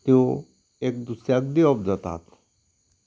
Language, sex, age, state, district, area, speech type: Goan Konkani, male, 60+, Goa, Canacona, rural, spontaneous